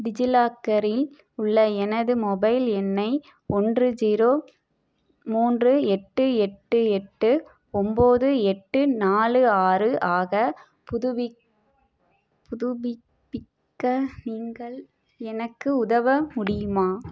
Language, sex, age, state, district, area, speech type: Tamil, female, 30-45, Tamil Nadu, Madurai, urban, read